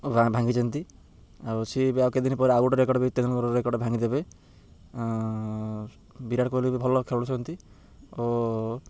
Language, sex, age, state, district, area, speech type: Odia, male, 30-45, Odisha, Ganjam, urban, spontaneous